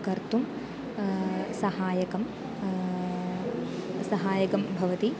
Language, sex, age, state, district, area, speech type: Sanskrit, female, 18-30, Kerala, Thrissur, urban, spontaneous